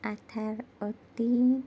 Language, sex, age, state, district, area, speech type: Urdu, female, 30-45, Delhi, Central Delhi, urban, spontaneous